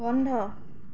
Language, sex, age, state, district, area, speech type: Assamese, female, 18-30, Assam, Darrang, rural, read